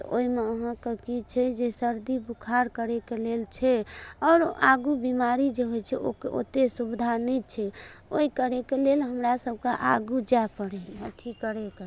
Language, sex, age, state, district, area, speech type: Maithili, female, 30-45, Bihar, Darbhanga, urban, spontaneous